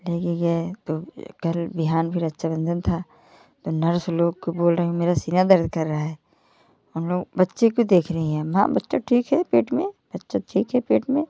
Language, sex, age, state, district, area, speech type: Hindi, female, 30-45, Uttar Pradesh, Jaunpur, rural, spontaneous